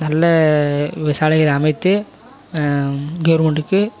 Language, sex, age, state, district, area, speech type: Tamil, male, 18-30, Tamil Nadu, Kallakurichi, rural, spontaneous